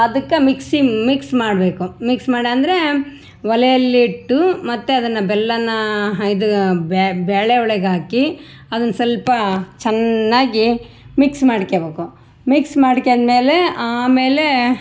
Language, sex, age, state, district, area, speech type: Kannada, female, 45-60, Karnataka, Vijayanagara, rural, spontaneous